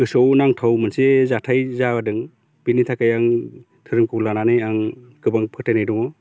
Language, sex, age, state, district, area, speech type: Bodo, male, 45-60, Assam, Baksa, rural, spontaneous